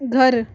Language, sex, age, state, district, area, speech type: Hindi, female, 45-60, Rajasthan, Jaipur, urban, read